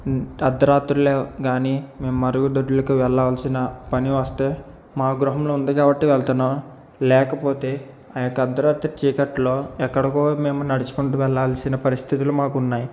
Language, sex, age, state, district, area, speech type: Telugu, male, 45-60, Andhra Pradesh, East Godavari, rural, spontaneous